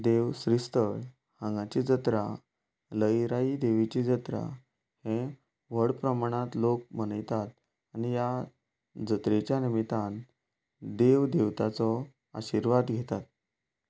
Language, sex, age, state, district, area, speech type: Goan Konkani, male, 30-45, Goa, Canacona, rural, spontaneous